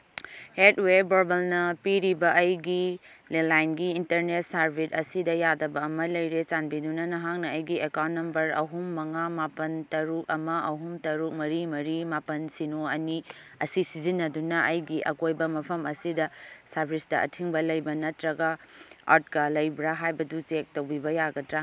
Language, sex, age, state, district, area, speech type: Manipuri, female, 30-45, Manipur, Kangpokpi, urban, read